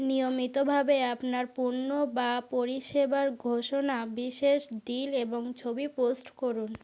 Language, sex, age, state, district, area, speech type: Bengali, female, 45-60, West Bengal, North 24 Parganas, rural, read